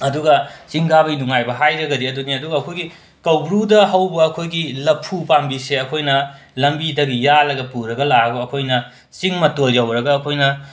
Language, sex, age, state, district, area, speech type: Manipuri, male, 45-60, Manipur, Imphal West, rural, spontaneous